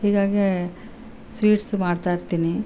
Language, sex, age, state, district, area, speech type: Kannada, female, 45-60, Karnataka, Bellary, rural, spontaneous